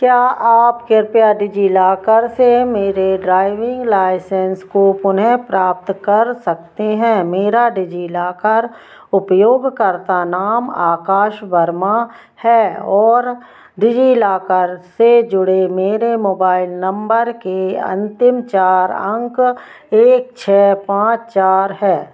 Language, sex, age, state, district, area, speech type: Hindi, female, 45-60, Madhya Pradesh, Narsinghpur, rural, read